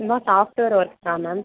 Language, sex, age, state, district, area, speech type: Tamil, female, 45-60, Tamil Nadu, Tiruvarur, rural, conversation